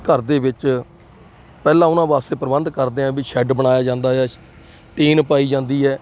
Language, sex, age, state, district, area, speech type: Punjabi, male, 60+, Punjab, Rupnagar, rural, spontaneous